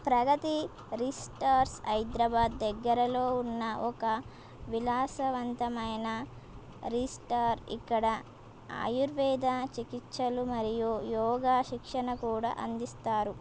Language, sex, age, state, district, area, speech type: Telugu, female, 18-30, Telangana, Komaram Bheem, urban, spontaneous